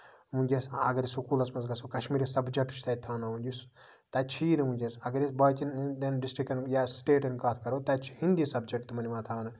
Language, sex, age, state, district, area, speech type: Kashmiri, male, 30-45, Jammu and Kashmir, Budgam, rural, spontaneous